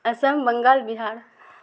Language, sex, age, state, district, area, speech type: Urdu, female, 30-45, Bihar, Supaul, rural, spontaneous